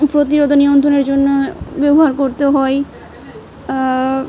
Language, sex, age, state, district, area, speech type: Bengali, female, 18-30, West Bengal, Malda, urban, spontaneous